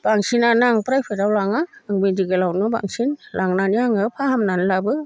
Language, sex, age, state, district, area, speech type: Bodo, female, 60+, Assam, Baksa, rural, spontaneous